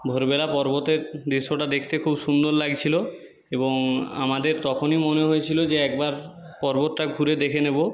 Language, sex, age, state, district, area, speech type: Bengali, male, 30-45, West Bengal, Jhargram, rural, spontaneous